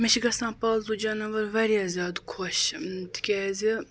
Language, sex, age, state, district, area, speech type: Kashmiri, male, 45-60, Jammu and Kashmir, Baramulla, rural, spontaneous